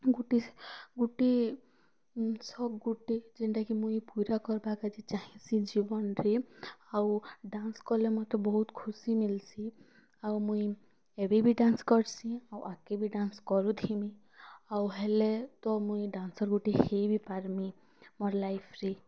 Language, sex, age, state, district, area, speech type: Odia, female, 18-30, Odisha, Kalahandi, rural, spontaneous